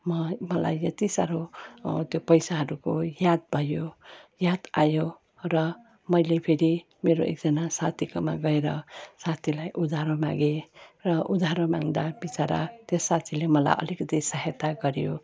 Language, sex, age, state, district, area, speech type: Nepali, female, 45-60, West Bengal, Darjeeling, rural, spontaneous